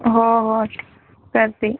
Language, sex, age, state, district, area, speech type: Marathi, female, 18-30, Maharashtra, Buldhana, rural, conversation